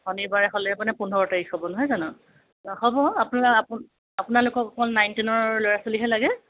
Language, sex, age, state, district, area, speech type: Assamese, female, 45-60, Assam, Tinsukia, rural, conversation